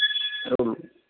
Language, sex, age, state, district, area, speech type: Malayalam, male, 18-30, Kerala, Idukki, rural, conversation